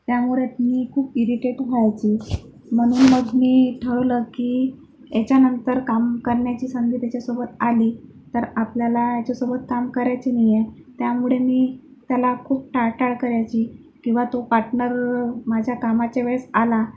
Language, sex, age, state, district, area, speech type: Marathi, female, 30-45, Maharashtra, Akola, urban, spontaneous